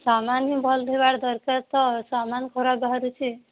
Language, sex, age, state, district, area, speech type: Odia, female, 30-45, Odisha, Boudh, rural, conversation